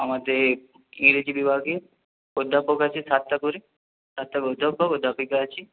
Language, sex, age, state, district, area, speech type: Bengali, male, 18-30, West Bengal, Purulia, urban, conversation